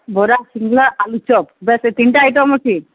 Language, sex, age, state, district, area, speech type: Odia, female, 45-60, Odisha, Sundergarh, rural, conversation